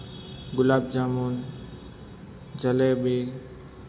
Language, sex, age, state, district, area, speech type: Gujarati, male, 18-30, Gujarat, Ahmedabad, urban, spontaneous